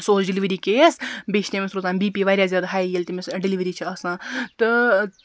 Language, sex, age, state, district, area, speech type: Kashmiri, female, 30-45, Jammu and Kashmir, Baramulla, rural, spontaneous